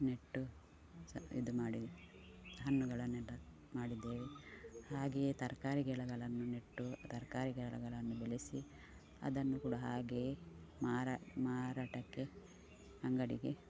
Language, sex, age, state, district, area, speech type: Kannada, female, 45-60, Karnataka, Udupi, rural, spontaneous